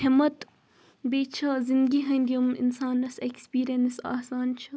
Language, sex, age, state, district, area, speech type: Kashmiri, female, 30-45, Jammu and Kashmir, Baramulla, rural, spontaneous